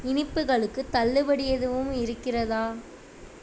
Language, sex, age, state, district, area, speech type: Tamil, female, 45-60, Tamil Nadu, Tiruvarur, urban, read